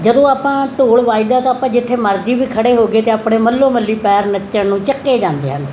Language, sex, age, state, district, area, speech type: Punjabi, female, 45-60, Punjab, Muktsar, urban, spontaneous